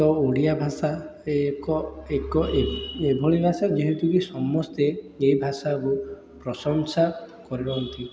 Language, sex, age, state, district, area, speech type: Odia, male, 18-30, Odisha, Puri, urban, spontaneous